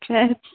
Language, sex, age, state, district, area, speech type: Urdu, female, 18-30, Bihar, Saharsa, rural, conversation